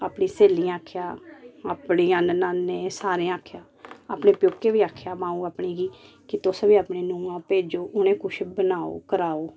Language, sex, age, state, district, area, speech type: Dogri, female, 30-45, Jammu and Kashmir, Samba, rural, spontaneous